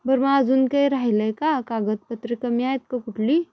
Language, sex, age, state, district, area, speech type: Marathi, female, 18-30, Maharashtra, Sangli, urban, spontaneous